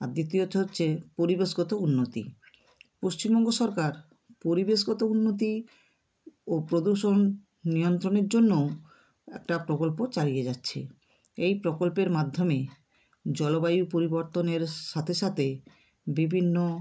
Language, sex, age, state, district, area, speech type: Bengali, female, 60+, West Bengal, Bankura, urban, spontaneous